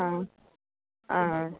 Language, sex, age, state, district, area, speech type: Goan Konkani, female, 18-30, Goa, Canacona, rural, conversation